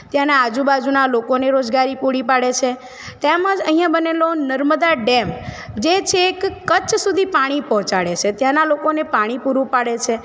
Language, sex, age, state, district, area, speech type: Gujarati, female, 30-45, Gujarat, Narmada, rural, spontaneous